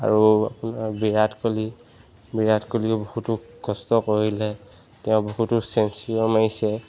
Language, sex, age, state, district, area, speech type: Assamese, male, 18-30, Assam, Charaideo, urban, spontaneous